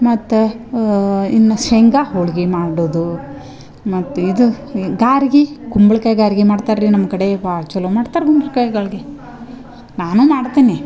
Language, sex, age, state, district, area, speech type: Kannada, female, 45-60, Karnataka, Dharwad, rural, spontaneous